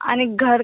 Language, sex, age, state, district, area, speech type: Marathi, female, 18-30, Maharashtra, Akola, rural, conversation